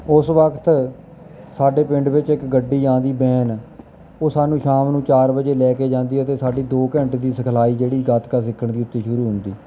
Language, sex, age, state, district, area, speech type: Punjabi, male, 18-30, Punjab, Kapurthala, rural, spontaneous